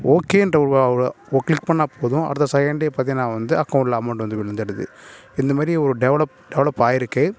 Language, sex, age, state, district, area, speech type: Tamil, male, 30-45, Tamil Nadu, Nagapattinam, rural, spontaneous